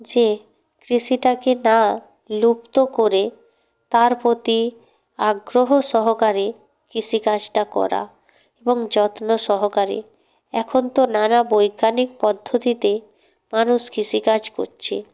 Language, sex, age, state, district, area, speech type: Bengali, female, 45-60, West Bengal, Purba Medinipur, rural, spontaneous